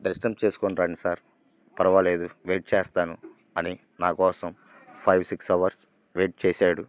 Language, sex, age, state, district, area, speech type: Telugu, male, 18-30, Andhra Pradesh, Bapatla, rural, spontaneous